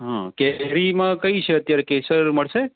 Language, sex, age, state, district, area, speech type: Gujarati, male, 30-45, Gujarat, Kheda, urban, conversation